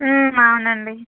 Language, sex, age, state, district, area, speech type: Telugu, female, 30-45, Andhra Pradesh, Palnadu, rural, conversation